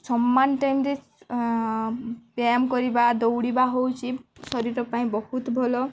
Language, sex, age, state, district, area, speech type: Odia, female, 18-30, Odisha, Nabarangpur, urban, spontaneous